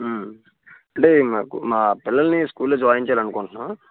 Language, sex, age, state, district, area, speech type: Telugu, male, 30-45, Andhra Pradesh, Vizianagaram, rural, conversation